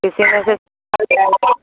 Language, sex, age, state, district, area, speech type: Urdu, female, 45-60, Bihar, Supaul, rural, conversation